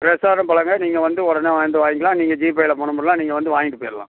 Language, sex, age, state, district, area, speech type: Tamil, male, 45-60, Tamil Nadu, Perambalur, rural, conversation